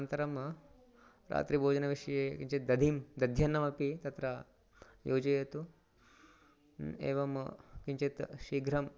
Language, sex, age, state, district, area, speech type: Sanskrit, male, 30-45, Telangana, Ranga Reddy, urban, spontaneous